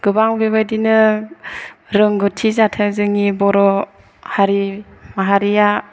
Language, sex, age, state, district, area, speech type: Bodo, female, 30-45, Assam, Chirang, urban, spontaneous